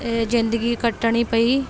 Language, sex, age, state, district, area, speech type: Punjabi, female, 18-30, Punjab, Rupnagar, rural, spontaneous